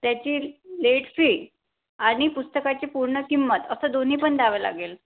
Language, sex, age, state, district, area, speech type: Marathi, female, 18-30, Maharashtra, Amravati, rural, conversation